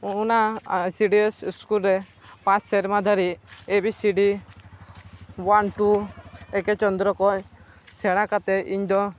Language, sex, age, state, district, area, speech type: Santali, male, 18-30, West Bengal, Purba Bardhaman, rural, spontaneous